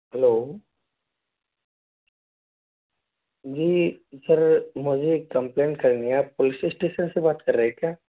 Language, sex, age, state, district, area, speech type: Hindi, male, 18-30, Rajasthan, Jaipur, urban, conversation